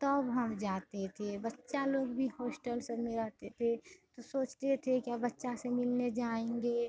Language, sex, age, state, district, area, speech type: Hindi, female, 30-45, Bihar, Madhepura, rural, spontaneous